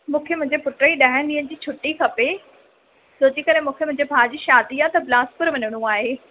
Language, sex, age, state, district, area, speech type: Sindhi, female, 30-45, Madhya Pradesh, Katni, urban, conversation